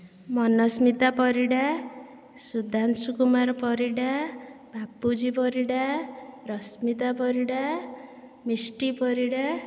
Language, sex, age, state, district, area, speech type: Odia, female, 18-30, Odisha, Dhenkanal, rural, spontaneous